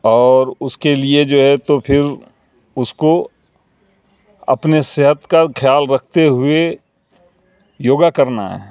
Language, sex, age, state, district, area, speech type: Urdu, male, 60+, Bihar, Supaul, rural, spontaneous